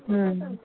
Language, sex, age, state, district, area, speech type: Gujarati, female, 18-30, Gujarat, Ahmedabad, urban, conversation